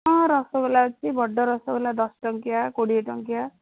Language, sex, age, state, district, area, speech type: Odia, female, 18-30, Odisha, Bhadrak, rural, conversation